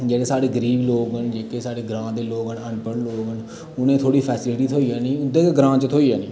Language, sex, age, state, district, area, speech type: Dogri, male, 30-45, Jammu and Kashmir, Udhampur, rural, spontaneous